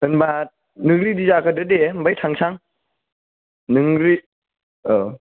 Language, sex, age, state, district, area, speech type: Bodo, male, 18-30, Assam, Kokrajhar, rural, conversation